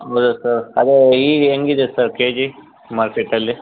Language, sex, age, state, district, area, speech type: Kannada, male, 45-60, Karnataka, Chikkaballapur, urban, conversation